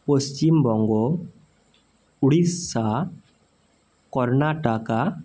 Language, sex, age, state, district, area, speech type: Bengali, male, 30-45, West Bengal, North 24 Parganas, rural, spontaneous